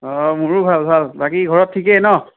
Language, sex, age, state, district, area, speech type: Assamese, male, 30-45, Assam, Biswanath, rural, conversation